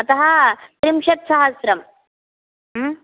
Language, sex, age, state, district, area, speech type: Sanskrit, female, 18-30, Karnataka, Bagalkot, urban, conversation